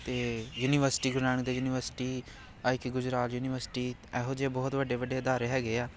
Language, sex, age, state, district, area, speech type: Punjabi, male, 18-30, Punjab, Amritsar, urban, spontaneous